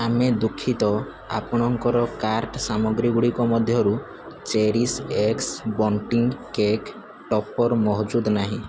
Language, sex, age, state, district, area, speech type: Odia, male, 18-30, Odisha, Rayagada, rural, read